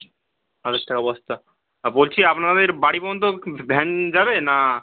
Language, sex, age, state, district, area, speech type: Bengali, male, 18-30, West Bengal, Birbhum, urban, conversation